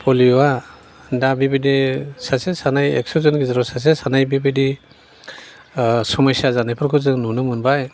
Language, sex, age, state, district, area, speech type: Bodo, male, 60+, Assam, Chirang, rural, spontaneous